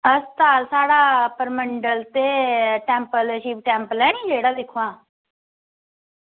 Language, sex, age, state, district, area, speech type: Dogri, female, 30-45, Jammu and Kashmir, Samba, rural, conversation